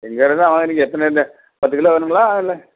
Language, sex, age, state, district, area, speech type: Tamil, male, 60+, Tamil Nadu, Perambalur, rural, conversation